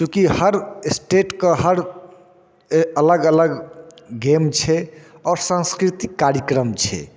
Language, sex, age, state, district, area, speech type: Maithili, male, 30-45, Bihar, Darbhanga, rural, spontaneous